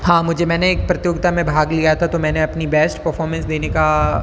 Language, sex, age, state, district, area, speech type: Hindi, female, 18-30, Rajasthan, Jodhpur, urban, spontaneous